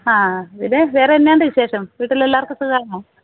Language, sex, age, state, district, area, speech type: Malayalam, female, 45-60, Kerala, Thiruvananthapuram, urban, conversation